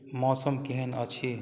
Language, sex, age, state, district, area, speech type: Maithili, male, 30-45, Bihar, Madhubani, rural, read